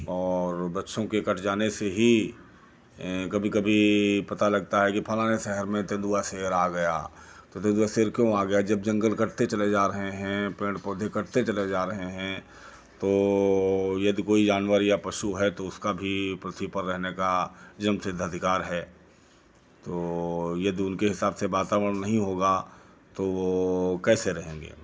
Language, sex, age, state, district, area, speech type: Hindi, male, 60+, Uttar Pradesh, Lucknow, rural, spontaneous